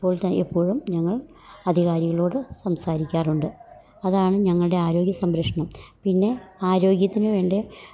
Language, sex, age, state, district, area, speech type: Malayalam, female, 60+, Kerala, Idukki, rural, spontaneous